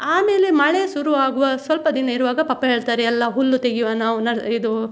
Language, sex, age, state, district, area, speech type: Kannada, female, 45-60, Karnataka, Udupi, rural, spontaneous